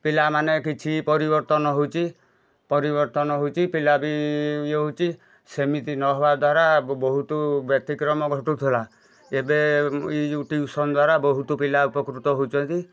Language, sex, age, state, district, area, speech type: Odia, male, 45-60, Odisha, Kendujhar, urban, spontaneous